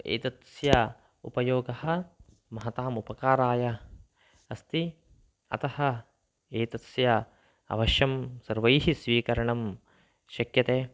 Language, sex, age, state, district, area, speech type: Sanskrit, male, 30-45, Karnataka, Uttara Kannada, rural, spontaneous